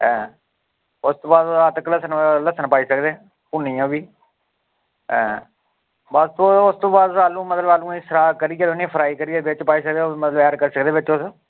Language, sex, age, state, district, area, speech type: Dogri, male, 45-60, Jammu and Kashmir, Udhampur, urban, conversation